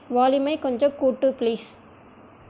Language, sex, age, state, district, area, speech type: Tamil, female, 30-45, Tamil Nadu, Krishnagiri, rural, read